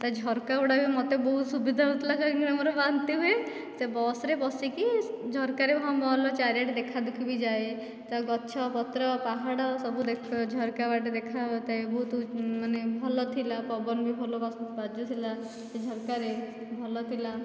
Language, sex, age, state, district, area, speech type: Odia, female, 30-45, Odisha, Dhenkanal, rural, spontaneous